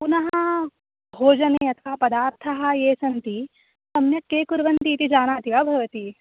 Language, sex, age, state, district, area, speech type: Sanskrit, female, 18-30, Maharashtra, Sindhudurg, rural, conversation